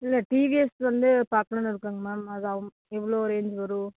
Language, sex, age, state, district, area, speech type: Tamil, female, 18-30, Tamil Nadu, Coimbatore, rural, conversation